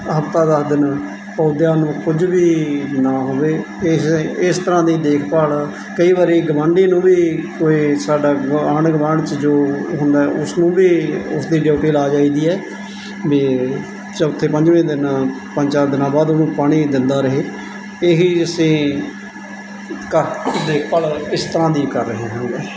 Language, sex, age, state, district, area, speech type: Punjabi, male, 45-60, Punjab, Mansa, rural, spontaneous